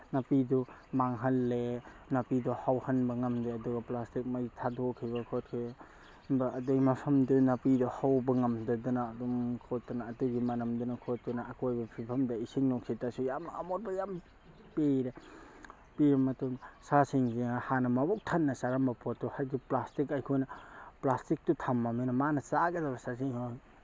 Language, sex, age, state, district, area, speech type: Manipuri, male, 18-30, Manipur, Tengnoupal, urban, spontaneous